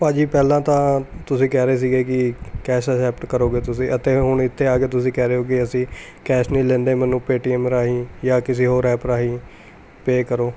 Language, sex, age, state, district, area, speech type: Punjabi, male, 18-30, Punjab, Mohali, urban, spontaneous